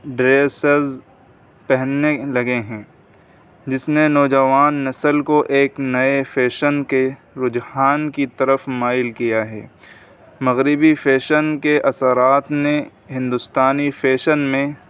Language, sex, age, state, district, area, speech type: Urdu, male, 30-45, Uttar Pradesh, Muzaffarnagar, urban, spontaneous